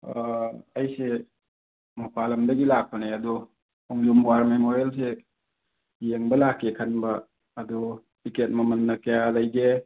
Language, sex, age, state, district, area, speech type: Manipuri, male, 18-30, Manipur, Thoubal, rural, conversation